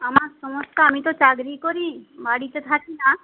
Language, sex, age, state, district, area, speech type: Bengali, female, 18-30, West Bengal, Paschim Medinipur, rural, conversation